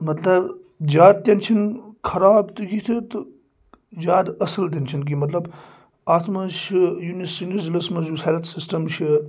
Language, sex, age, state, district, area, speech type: Kashmiri, male, 30-45, Jammu and Kashmir, Kupwara, rural, spontaneous